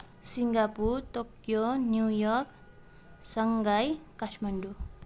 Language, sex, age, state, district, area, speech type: Nepali, female, 18-30, West Bengal, Darjeeling, rural, spontaneous